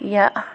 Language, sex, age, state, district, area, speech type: Kashmiri, female, 18-30, Jammu and Kashmir, Bandipora, rural, spontaneous